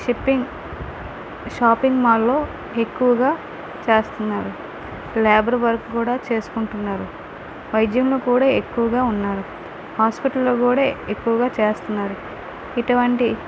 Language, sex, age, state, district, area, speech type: Telugu, female, 18-30, Andhra Pradesh, Vizianagaram, rural, spontaneous